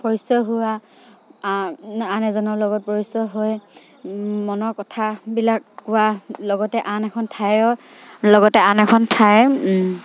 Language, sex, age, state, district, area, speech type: Assamese, female, 45-60, Assam, Dibrugarh, rural, spontaneous